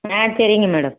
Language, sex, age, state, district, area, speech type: Tamil, female, 45-60, Tamil Nadu, Madurai, rural, conversation